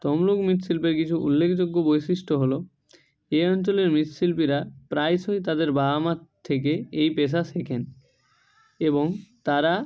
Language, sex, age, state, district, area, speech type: Bengali, male, 45-60, West Bengal, Nadia, rural, spontaneous